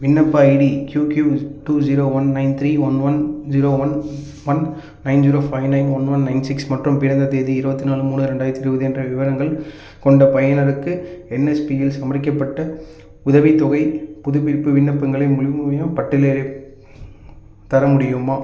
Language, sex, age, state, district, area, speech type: Tamil, male, 18-30, Tamil Nadu, Dharmapuri, rural, read